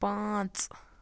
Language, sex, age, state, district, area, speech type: Kashmiri, female, 30-45, Jammu and Kashmir, Budgam, rural, read